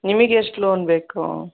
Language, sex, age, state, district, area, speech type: Kannada, female, 60+, Karnataka, Kolar, rural, conversation